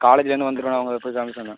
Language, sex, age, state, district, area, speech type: Tamil, male, 18-30, Tamil Nadu, Cuddalore, rural, conversation